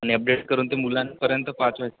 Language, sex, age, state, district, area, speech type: Marathi, male, 18-30, Maharashtra, Ratnagiri, rural, conversation